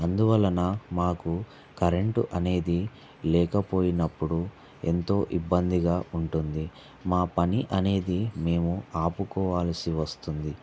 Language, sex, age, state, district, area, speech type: Telugu, male, 18-30, Telangana, Vikarabad, urban, spontaneous